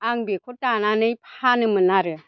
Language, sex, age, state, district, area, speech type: Bodo, female, 45-60, Assam, Chirang, rural, spontaneous